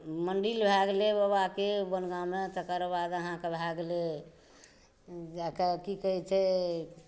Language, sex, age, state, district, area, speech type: Maithili, female, 60+, Bihar, Saharsa, rural, spontaneous